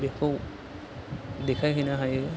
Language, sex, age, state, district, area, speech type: Bodo, male, 30-45, Assam, Chirang, rural, spontaneous